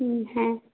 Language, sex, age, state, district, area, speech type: Santali, female, 18-30, West Bengal, Jhargram, rural, conversation